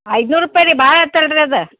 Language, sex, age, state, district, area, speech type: Kannada, female, 60+, Karnataka, Belgaum, rural, conversation